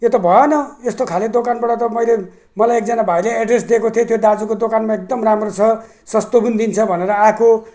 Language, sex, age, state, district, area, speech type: Nepali, male, 60+, West Bengal, Jalpaiguri, rural, spontaneous